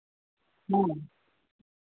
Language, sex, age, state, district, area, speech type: Santali, female, 60+, Odisha, Mayurbhanj, rural, conversation